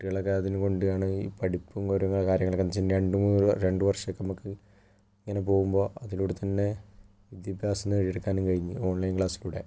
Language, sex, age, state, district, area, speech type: Malayalam, male, 30-45, Kerala, Kozhikode, urban, spontaneous